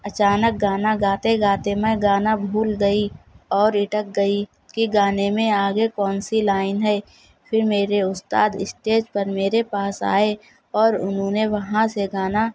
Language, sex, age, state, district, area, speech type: Urdu, female, 30-45, Uttar Pradesh, Shahjahanpur, urban, spontaneous